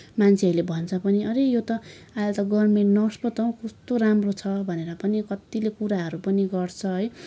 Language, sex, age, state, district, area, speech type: Nepali, female, 18-30, West Bengal, Kalimpong, rural, spontaneous